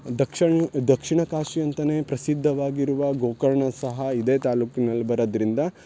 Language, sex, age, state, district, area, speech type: Kannada, male, 18-30, Karnataka, Uttara Kannada, rural, spontaneous